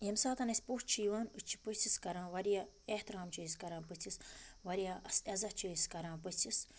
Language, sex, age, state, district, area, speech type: Kashmiri, female, 30-45, Jammu and Kashmir, Budgam, rural, spontaneous